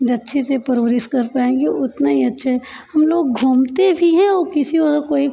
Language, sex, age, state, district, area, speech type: Hindi, female, 30-45, Uttar Pradesh, Prayagraj, urban, spontaneous